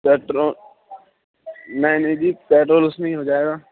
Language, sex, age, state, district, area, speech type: Urdu, male, 60+, Delhi, Central Delhi, rural, conversation